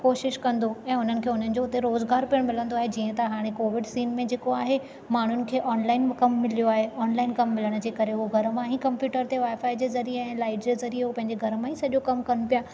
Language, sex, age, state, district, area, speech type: Sindhi, female, 30-45, Maharashtra, Thane, urban, spontaneous